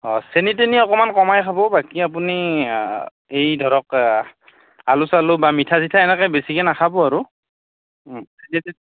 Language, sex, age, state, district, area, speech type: Assamese, male, 18-30, Assam, Barpeta, rural, conversation